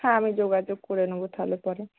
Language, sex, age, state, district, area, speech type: Bengali, female, 60+, West Bengal, Nadia, urban, conversation